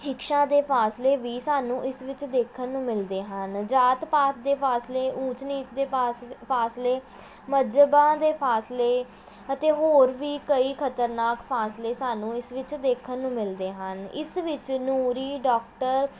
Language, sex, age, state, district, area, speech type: Punjabi, female, 18-30, Punjab, Pathankot, urban, spontaneous